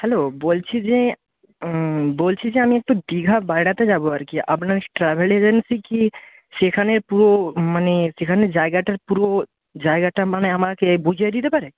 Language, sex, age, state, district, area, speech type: Bengali, male, 30-45, West Bengal, Paschim Medinipur, rural, conversation